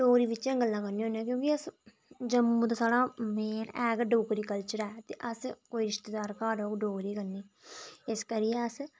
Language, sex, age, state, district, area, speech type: Dogri, female, 18-30, Jammu and Kashmir, Reasi, rural, spontaneous